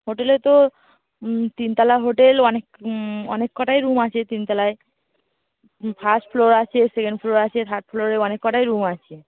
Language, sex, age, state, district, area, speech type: Bengali, female, 30-45, West Bengal, Darjeeling, urban, conversation